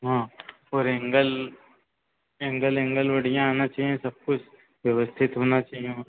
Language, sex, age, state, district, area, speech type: Hindi, male, 30-45, Madhya Pradesh, Harda, urban, conversation